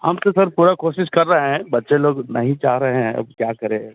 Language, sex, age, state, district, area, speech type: Hindi, male, 30-45, Bihar, Samastipur, urban, conversation